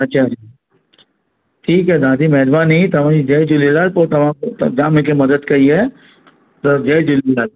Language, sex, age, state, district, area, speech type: Sindhi, male, 45-60, Maharashtra, Mumbai Suburban, urban, conversation